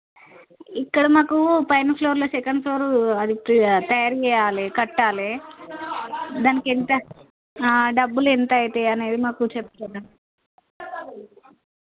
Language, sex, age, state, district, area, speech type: Telugu, female, 30-45, Telangana, Hanamkonda, rural, conversation